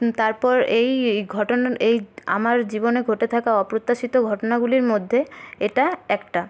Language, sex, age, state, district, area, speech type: Bengali, female, 18-30, West Bengal, Paschim Bardhaman, urban, spontaneous